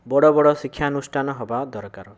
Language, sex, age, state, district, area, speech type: Odia, male, 45-60, Odisha, Bhadrak, rural, spontaneous